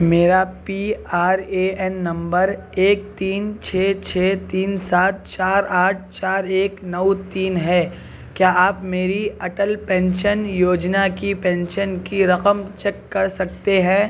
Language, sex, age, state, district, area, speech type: Urdu, male, 45-60, Telangana, Hyderabad, urban, read